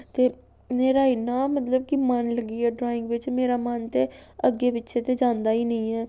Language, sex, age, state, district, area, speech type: Dogri, female, 18-30, Jammu and Kashmir, Samba, rural, spontaneous